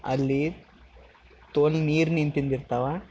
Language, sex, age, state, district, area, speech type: Kannada, male, 18-30, Karnataka, Bidar, urban, spontaneous